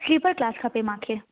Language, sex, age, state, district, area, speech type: Sindhi, female, 18-30, Delhi, South Delhi, urban, conversation